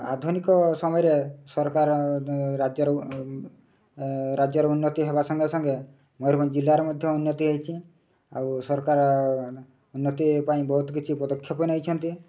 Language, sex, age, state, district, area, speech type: Odia, male, 30-45, Odisha, Mayurbhanj, rural, spontaneous